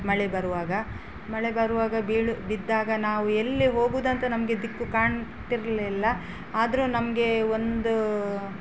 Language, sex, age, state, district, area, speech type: Kannada, female, 45-60, Karnataka, Udupi, rural, spontaneous